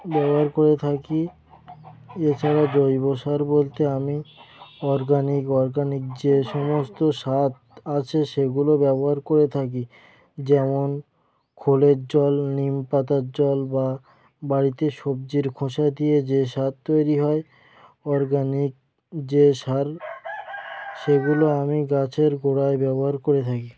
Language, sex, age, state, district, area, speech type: Bengali, male, 18-30, West Bengal, North 24 Parganas, rural, spontaneous